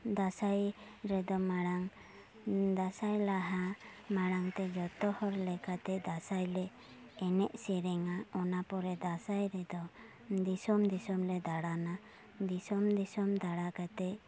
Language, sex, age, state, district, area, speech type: Santali, female, 18-30, West Bengal, Purulia, rural, spontaneous